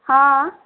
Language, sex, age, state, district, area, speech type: Bengali, female, 18-30, West Bengal, Malda, urban, conversation